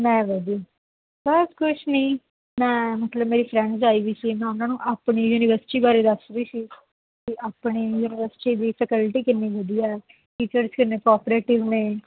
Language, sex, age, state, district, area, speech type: Punjabi, female, 18-30, Punjab, Faridkot, urban, conversation